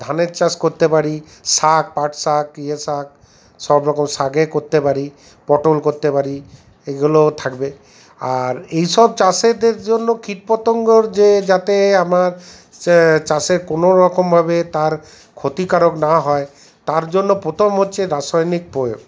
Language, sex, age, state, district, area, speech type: Bengali, male, 45-60, West Bengal, Paschim Bardhaman, urban, spontaneous